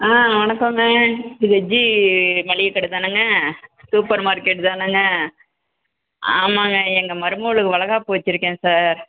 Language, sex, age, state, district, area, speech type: Tamil, female, 60+, Tamil Nadu, Perambalur, rural, conversation